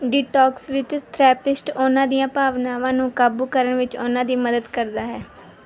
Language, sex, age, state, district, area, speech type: Punjabi, female, 18-30, Punjab, Mansa, urban, read